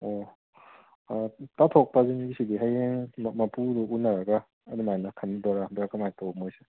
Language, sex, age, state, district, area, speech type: Manipuri, male, 30-45, Manipur, Kakching, rural, conversation